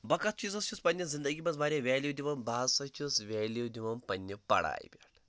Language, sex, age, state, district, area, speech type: Kashmiri, male, 18-30, Jammu and Kashmir, Pulwama, urban, spontaneous